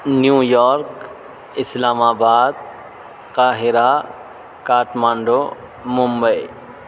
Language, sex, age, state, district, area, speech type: Urdu, male, 18-30, Delhi, South Delhi, urban, spontaneous